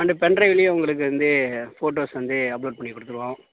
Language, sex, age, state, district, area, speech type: Tamil, male, 60+, Tamil Nadu, Mayiladuthurai, rural, conversation